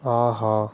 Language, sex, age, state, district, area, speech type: Tamil, male, 18-30, Tamil Nadu, Ariyalur, rural, read